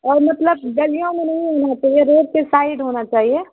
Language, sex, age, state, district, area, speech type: Urdu, female, 18-30, Bihar, Araria, rural, conversation